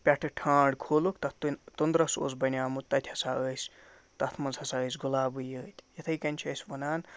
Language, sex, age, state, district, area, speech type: Kashmiri, male, 60+, Jammu and Kashmir, Ganderbal, rural, spontaneous